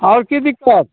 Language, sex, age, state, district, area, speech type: Maithili, male, 45-60, Bihar, Samastipur, urban, conversation